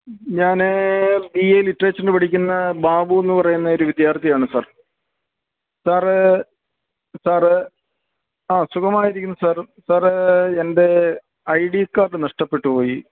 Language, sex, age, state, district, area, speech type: Malayalam, male, 60+, Kerala, Kottayam, rural, conversation